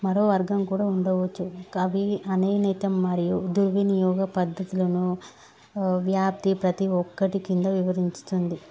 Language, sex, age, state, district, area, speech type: Telugu, female, 30-45, Telangana, Medchal, urban, spontaneous